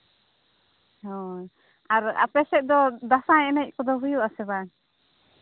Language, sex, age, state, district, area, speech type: Santali, female, 30-45, Jharkhand, Seraikela Kharsawan, rural, conversation